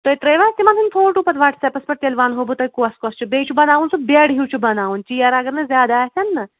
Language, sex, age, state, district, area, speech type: Kashmiri, female, 30-45, Jammu and Kashmir, Kulgam, rural, conversation